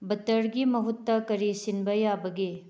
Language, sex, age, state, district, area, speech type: Manipuri, female, 30-45, Manipur, Tengnoupal, rural, read